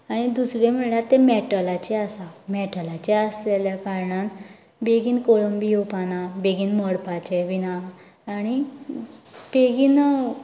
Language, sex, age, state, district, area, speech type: Goan Konkani, female, 18-30, Goa, Canacona, rural, spontaneous